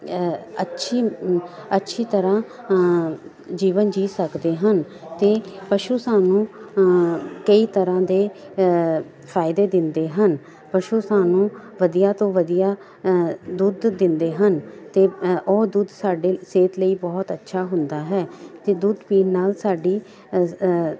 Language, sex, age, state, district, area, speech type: Punjabi, female, 45-60, Punjab, Jalandhar, urban, spontaneous